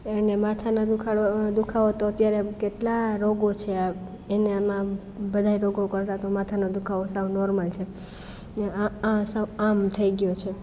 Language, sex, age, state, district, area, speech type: Gujarati, female, 18-30, Gujarat, Amreli, rural, spontaneous